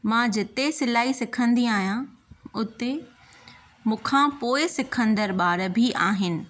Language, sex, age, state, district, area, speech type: Sindhi, female, 30-45, Maharashtra, Thane, urban, spontaneous